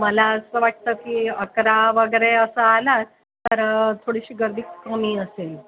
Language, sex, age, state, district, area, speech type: Marathi, female, 45-60, Maharashtra, Nanded, urban, conversation